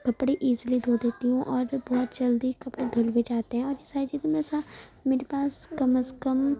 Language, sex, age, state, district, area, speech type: Urdu, female, 18-30, Uttar Pradesh, Gautam Buddha Nagar, urban, spontaneous